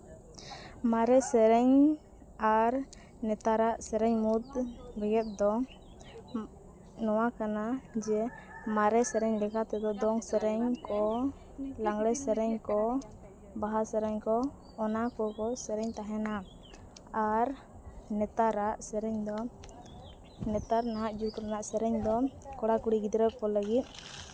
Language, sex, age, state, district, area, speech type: Santali, female, 30-45, Jharkhand, East Singhbhum, rural, spontaneous